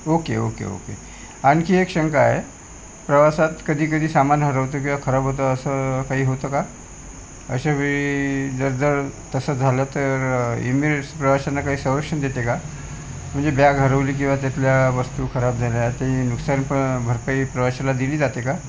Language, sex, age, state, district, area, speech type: Marathi, male, 60+, Maharashtra, Wardha, urban, spontaneous